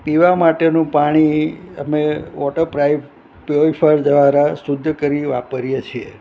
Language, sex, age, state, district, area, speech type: Gujarati, male, 60+, Gujarat, Anand, urban, spontaneous